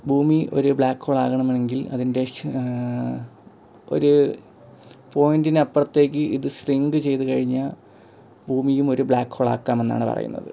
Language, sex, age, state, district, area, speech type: Malayalam, male, 18-30, Kerala, Thiruvananthapuram, rural, spontaneous